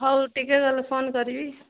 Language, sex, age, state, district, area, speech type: Odia, female, 18-30, Odisha, Nabarangpur, urban, conversation